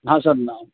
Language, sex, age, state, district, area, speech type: Urdu, male, 30-45, Delhi, Central Delhi, urban, conversation